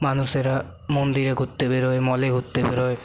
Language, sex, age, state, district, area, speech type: Bengali, male, 18-30, West Bengal, Paschim Bardhaman, rural, spontaneous